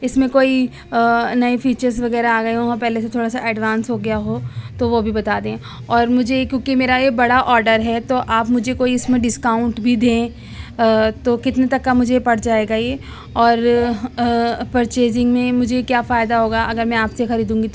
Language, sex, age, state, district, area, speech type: Urdu, female, 30-45, Delhi, East Delhi, urban, spontaneous